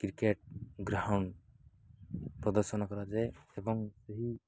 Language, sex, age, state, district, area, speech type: Odia, male, 18-30, Odisha, Nabarangpur, urban, spontaneous